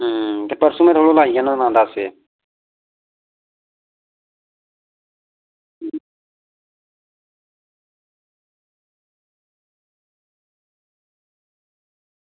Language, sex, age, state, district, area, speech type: Dogri, male, 30-45, Jammu and Kashmir, Reasi, rural, conversation